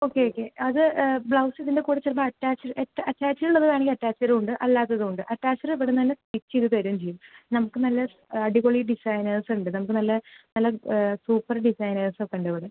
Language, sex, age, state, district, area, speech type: Malayalam, female, 18-30, Kerala, Thrissur, urban, conversation